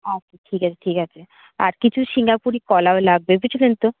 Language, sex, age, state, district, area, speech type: Bengali, female, 60+, West Bengal, Nadia, rural, conversation